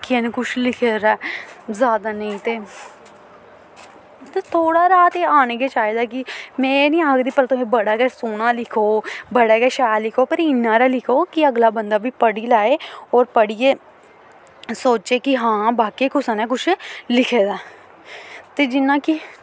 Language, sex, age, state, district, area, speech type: Dogri, female, 18-30, Jammu and Kashmir, Samba, urban, spontaneous